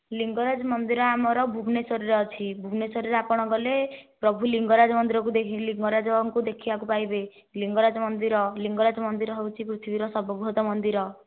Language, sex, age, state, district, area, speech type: Odia, female, 30-45, Odisha, Nayagarh, rural, conversation